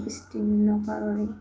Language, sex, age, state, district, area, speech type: Assamese, female, 18-30, Assam, Jorhat, urban, spontaneous